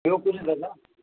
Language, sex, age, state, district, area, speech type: Sindhi, male, 60+, Maharashtra, Mumbai Suburban, urban, conversation